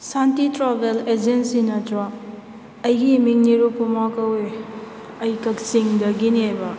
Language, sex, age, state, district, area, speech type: Manipuri, female, 30-45, Manipur, Kakching, rural, spontaneous